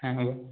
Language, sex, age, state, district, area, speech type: Bengali, male, 18-30, West Bengal, Purulia, urban, conversation